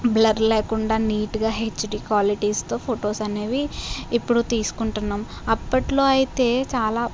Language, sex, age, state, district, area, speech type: Telugu, female, 45-60, Andhra Pradesh, Kakinada, rural, spontaneous